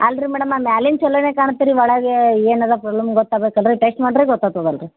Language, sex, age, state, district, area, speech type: Kannada, female, 18-30, Karnataka, Gulbarga, urban, conversation